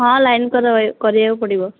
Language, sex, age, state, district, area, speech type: Odia, female, 30-45, Odisha, Sambalpur, rural, conversation